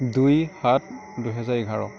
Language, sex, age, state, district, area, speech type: Assamese, male, 18-30, Assam, Kamrup Metropolitan, urban, spontaneous